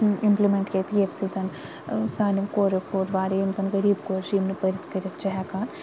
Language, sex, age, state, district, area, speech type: Kashmiri, female, 30-45, Jammu and Kashmir, Srinagar, urban, spontaneous